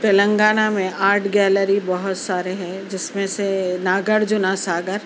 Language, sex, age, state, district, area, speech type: Urdu, female, 30-45, Telangana, Hyderabad, urban, spontaneous